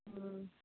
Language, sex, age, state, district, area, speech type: Maithili, female, 60+, Bihar, Saharsa, rural, conversation